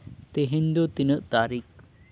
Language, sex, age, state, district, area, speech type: Santali, male, 18-30, West Bengal, Jhargram, rural, read